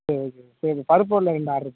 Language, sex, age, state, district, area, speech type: Tamil, male, 18-30, Tamil Nadu, Tenkasi, urban, conversation